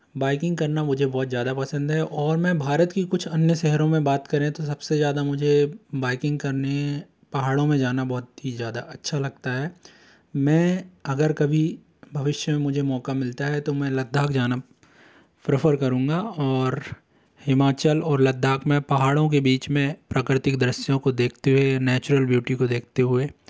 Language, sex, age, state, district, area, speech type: Hindi, male, 18-30, Madhya Pradesh, Bhopal, urban, spontaneous